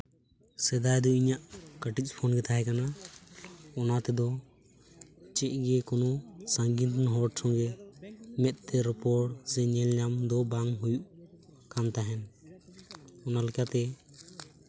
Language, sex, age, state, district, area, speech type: Santali, male, 18-30, West Bengal, Purulia, rural, spontaneous